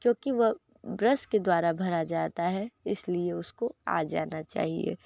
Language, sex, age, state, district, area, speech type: Hindi, female, 18-30, Uttar Pradesh, Sonbhadra, rural, spontaneous